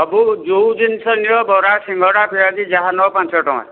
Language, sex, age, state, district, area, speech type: Odia, male, 60+, Odisha, Angul, rural, conversation